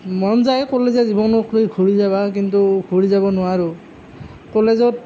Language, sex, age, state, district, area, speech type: Assamese, male, 30-45, Assam, Nalbari, rural, spontaneous